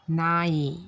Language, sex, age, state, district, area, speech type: Kannada, female, 45-60, Karnataka, Tumkur, rural, read